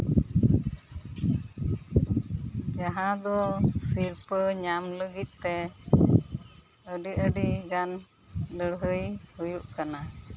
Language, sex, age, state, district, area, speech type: Santali, female, 45-60, West Bengal, Uttar Dinajpur, rural, spontaneous